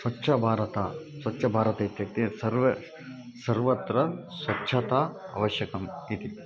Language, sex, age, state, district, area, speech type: Sanskrit, male, 45-60, Karnataka, Shimoga, rural, spontaneous